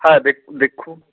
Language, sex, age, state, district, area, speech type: Bengali, male, 45-60, West Bengal, South 24 Parganas, rural, conversation